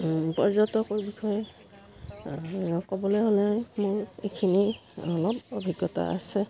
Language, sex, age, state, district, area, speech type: Assamese, female, 45-60, Assam, Udalguri, rural, spontaneous